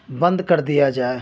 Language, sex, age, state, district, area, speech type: Urdu, male, 30-45, Uttar Pradesh, Ghaziabad, urban, spontaneous